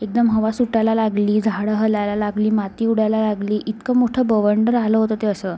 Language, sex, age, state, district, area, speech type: Marathi, female, 18-30, Maharashtra, Amravati, urban, spontaneous